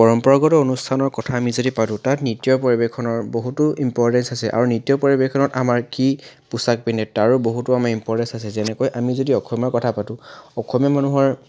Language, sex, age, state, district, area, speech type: Assamese, male, 18-30, Assam, Charaideo, urban, spontaneous